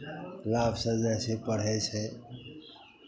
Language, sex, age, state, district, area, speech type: Maithili, male, 60+, Bihar, Madhepura, rural, spontaneous